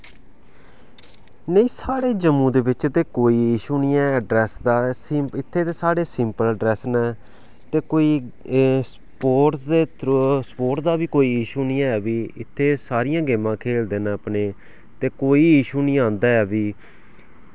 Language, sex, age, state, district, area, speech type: Dogri, male, 30-45, Jammu and Kashmir, Samba, urban, spontaneous